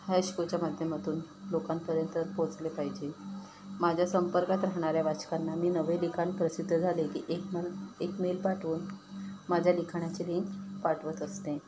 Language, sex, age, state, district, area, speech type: Marathi, female, 30-45, Maharashtra, Ratnagiri, rural, spontaneous